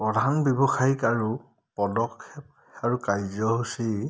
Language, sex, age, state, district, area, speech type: Assamese, male, 30-45, Assam, Charaideo, urban, spontaneous